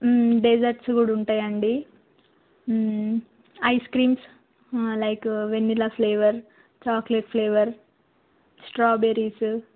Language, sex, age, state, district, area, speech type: Telugu, female, 18-30, Telangana, Jayashankar, urban, conversation